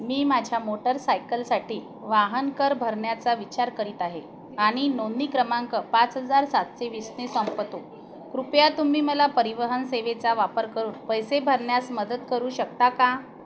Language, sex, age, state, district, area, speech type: Marathi, female, 45-60, Maharashtra, Wardha, urban, read